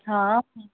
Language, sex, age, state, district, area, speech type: Sindhi, female, 18-30, Delhi, South Delhi, urban, conversation